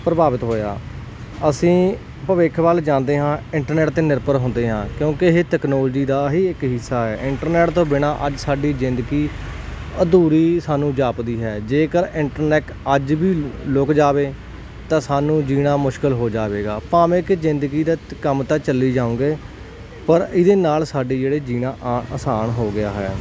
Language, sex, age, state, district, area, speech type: Punjabi, male, 18-30, Punjab, Hoshiarpur, rural, spontaneous